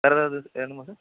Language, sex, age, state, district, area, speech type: Tamil, male, 45-60, Tamil Nadu, Tenkasi, urban, conversation